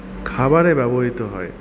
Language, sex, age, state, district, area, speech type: Bengali, male, 30-45, West Bengal, Paschim Bardhaman, urban, spontaneous